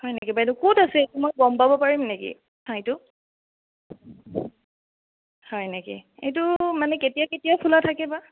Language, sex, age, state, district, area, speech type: Assamese, female, 30-45, Assam, Sonitpur, rural, conversation